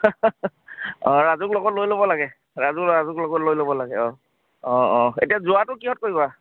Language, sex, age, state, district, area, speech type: Assamese, male, 30-45, Assam, Charaideo, urban, conversation